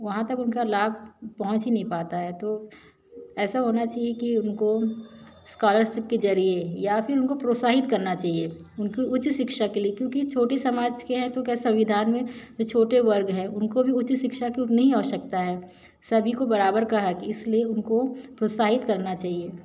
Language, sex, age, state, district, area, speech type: Hindi, female, 45-60, Madhya Pradesh, Jabalpur, urban, spontaneous